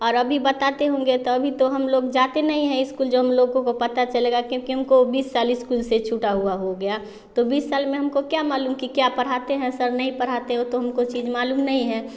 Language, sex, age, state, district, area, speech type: Hindi, female, 30-45, Bihar, Samastipur, rural, spontaneous